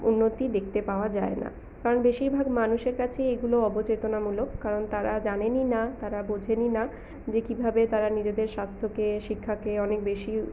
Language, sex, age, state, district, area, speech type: Bengali, female, 45-60, West Bengal, Purulia, urban, spontaneous